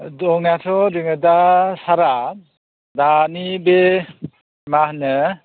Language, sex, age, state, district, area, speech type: Bodo, male, 60+, Assam, Kokrajhar, rural, conversation